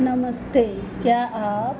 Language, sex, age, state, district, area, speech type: Hindi, female, 45-60, Madhya Pradesh, Chhindwara, rural, read